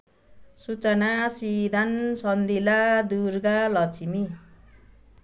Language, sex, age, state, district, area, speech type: Nepali, female, 60+, West Bengal, Darjeeling, rural, spontaneous